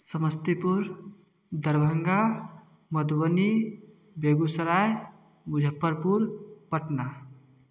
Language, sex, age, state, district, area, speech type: Hindi, male, 18-30, Bihar, Samastipur, urban, spontaneous